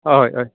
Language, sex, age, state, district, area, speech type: Goan Konkani, male, 45-60, Goa, Canacona, rural, conversation